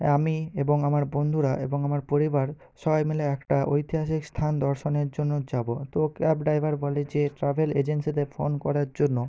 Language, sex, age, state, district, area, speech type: Bengali, male, 45-60, West Bengal, Jhargram, rural, spontaneous